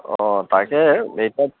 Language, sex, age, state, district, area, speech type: Assamese, male, 30-45, Assam, Charaideo, urban, conversation